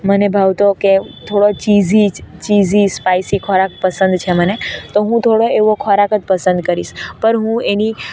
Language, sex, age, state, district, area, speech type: Gujarati, female, 18-30, Gujarat, Narmada, urban, spontaneous